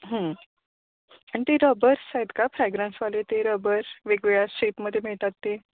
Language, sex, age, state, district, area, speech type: Marathi, female, 30-45, Maharashtra, Kolhapur, rural, conversation